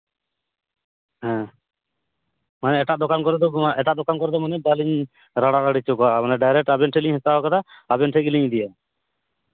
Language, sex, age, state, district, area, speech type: Santali, male, 30-45, West Bengal, Purulia, rural, conversation